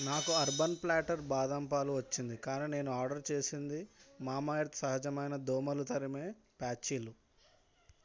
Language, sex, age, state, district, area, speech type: Telugu, male, 18-30, Telangana, Hyderabad, rural, read